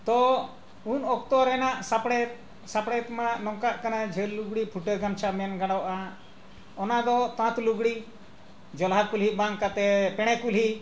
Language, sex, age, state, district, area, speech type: Santali, male, 60+, Jharkhand, Bokaro, rural, spontaneous